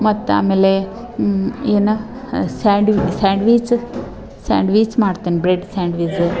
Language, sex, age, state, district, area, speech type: Kannada, female, 45-60, Karnataka, Dharwad, rural, spontaneous